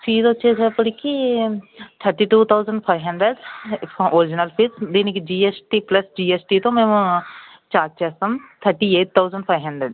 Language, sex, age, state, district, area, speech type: Telugu, male, 60+, Andhra Pradesh, West Godavari, rural, conversation